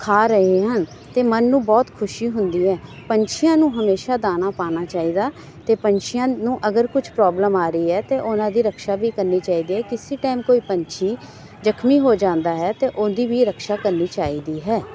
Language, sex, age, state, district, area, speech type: Punjabi, female, 45-60, Punjab, Jalandhar, urban, spontaneous